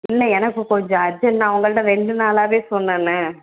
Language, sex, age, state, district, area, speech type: Tamil, female, 18-30, Tamil Nadu, Tiruvallur, rural, conversation